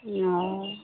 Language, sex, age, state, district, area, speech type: Maithili, female, 45-60, Bihar, Madhepura, rural, conversation